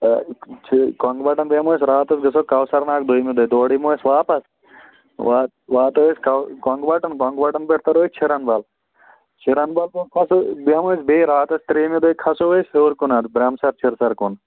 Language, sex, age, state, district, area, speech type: Kashmiri, male, 30-45, Jammu and Kashmir, Kulgam, rural, conversation